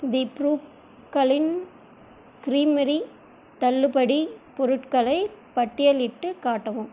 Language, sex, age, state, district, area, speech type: Tamil, female, 30-45, Tamil Nadu, Krishnagiri, rural, read